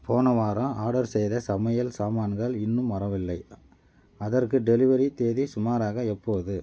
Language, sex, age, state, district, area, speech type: Tamil, male, 30-45, Tamil Nadu, Dharmapuri, rural, read